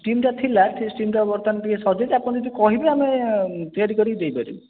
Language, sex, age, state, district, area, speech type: Odia, male, 18-30, Odisha, Jajpur, rural, conversation